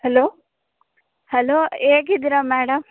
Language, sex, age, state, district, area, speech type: Kannada, female, 18-30, Karnataka, Mandya, rural, conversation